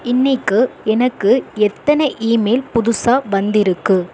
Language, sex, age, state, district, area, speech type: Tamil, female, 18-30, Tamil Nadu, Dharmapuri, urban, read